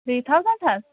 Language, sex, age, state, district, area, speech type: Kashmiri, female, 30-45, Jammu and Kashmir, Pulwama, urban, conversation